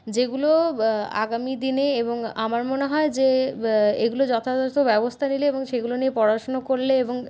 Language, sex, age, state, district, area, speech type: Bengali, female, 60+, West Bengal, Paschim Bardhaman, urban, spontaneous